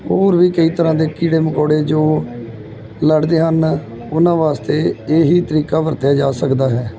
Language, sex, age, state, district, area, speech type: Punjabi, male, 30-45, Punjab, Gurdaspur, rural, spontaneous